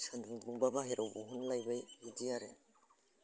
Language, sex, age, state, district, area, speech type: Bodo, female, 60+, Assam, Udalguri, rural, spontaneous